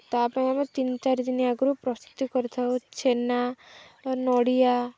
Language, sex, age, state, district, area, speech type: Odia, female, 18-30, Odisha, Jagatsinghpur, urban, spontaneous